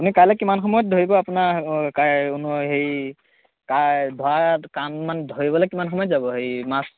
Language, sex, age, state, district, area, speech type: Assamese, male, 18-30, Assam, Majuli, urban, conversation